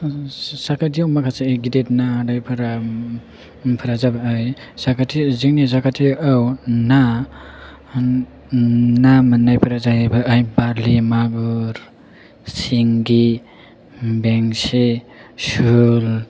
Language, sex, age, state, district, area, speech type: Bodo, male, 18-30, Assam, Chirang, rural, spontaneous